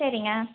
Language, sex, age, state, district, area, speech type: Tamil, female, 18-30, Tamil Nadu, Erode, urban, conversation